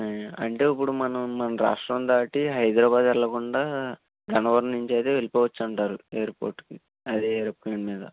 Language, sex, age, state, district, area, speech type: Telugu, male, 18-30, Andhra Pradesh, Eluru, urban, conversation